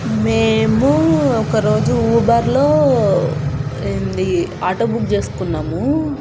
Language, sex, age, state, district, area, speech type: Telugu, female, 18-30, Telangana, Nalgonda, urban, spontaneous